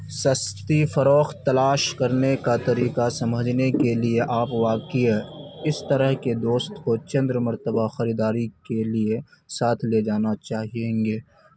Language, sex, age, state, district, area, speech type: Urdu, male, 18-30, Bihar, Khagaria, rural, read